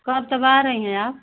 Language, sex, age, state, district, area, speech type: Hindi, female, 45-60, Uttar Pradesh, Mau, rural, conversation